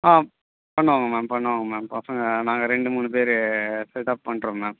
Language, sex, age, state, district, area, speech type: Tamil, male, 30-45, Tamil Nadu, Chennai, urban, conversation